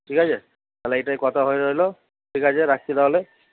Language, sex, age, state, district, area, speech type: Bengali, male, 30-45, West Bengal, Purba Bardhaman, urban, conversation